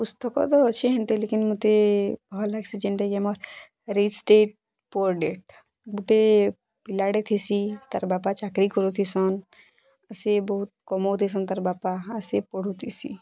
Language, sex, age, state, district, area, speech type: Odia, female, 18-30, Odisha, Bargarh, urban, spontaneous